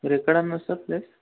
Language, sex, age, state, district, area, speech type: Telugu, male, 18-30, Telangana, Suryapet, urban, conversation